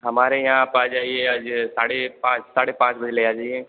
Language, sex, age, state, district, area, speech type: Hindi, male, 18-30, Uttar Pradesh, Azamgarh, rural, conversation